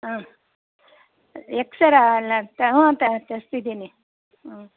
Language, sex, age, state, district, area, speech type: Kannada, female, 60+, Karnataka, Bangalore Rural, rural, conversation